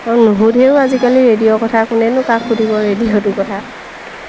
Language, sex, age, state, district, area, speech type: Assamese, female, 30-45, Assam, Lakhimpur, rural, spontaneous